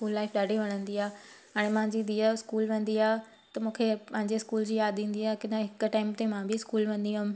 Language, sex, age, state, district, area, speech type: Sindhi, female, 30-45, Gujarat, Surat, urban, spontaneous